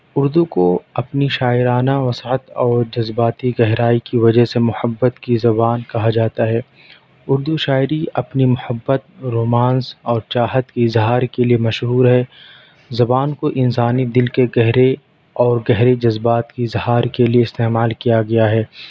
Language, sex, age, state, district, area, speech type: Urdu, male, 18-30, Delhi, South Delhi, urban, spontaneous